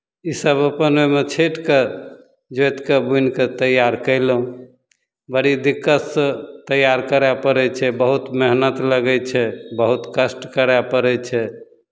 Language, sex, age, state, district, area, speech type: Maithili, male, 60+, Bihar, Begusarai, urban, spontaneous